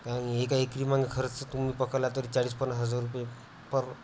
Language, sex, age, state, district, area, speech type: Marathi, male, 18-30, Maharashtra, Amravati, rural, spontaneous